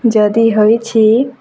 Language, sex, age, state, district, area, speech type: Odia, female, 18-30, Odisha, Nuapada, urban, spontaneous